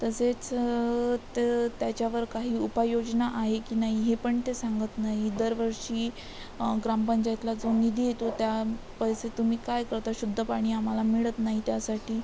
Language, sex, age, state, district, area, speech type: Marathi, female, 18-30, Maharashtra, Amravati, rural, spontaneous